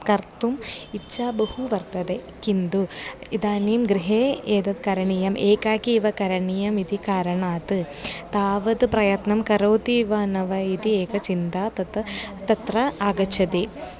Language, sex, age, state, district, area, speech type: Sanskrit, female, 18-30, Kerala, Thiruvananthapuram, rural, spontaneous